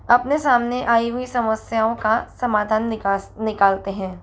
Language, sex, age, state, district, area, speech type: Hindi, female, 18-30, Rajasthan, Jodhpur, urban, spontaneous